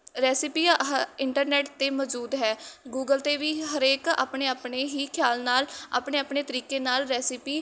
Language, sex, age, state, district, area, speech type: Punjabi, female, 18-30, Punjab, Mohali, rural, spontaneous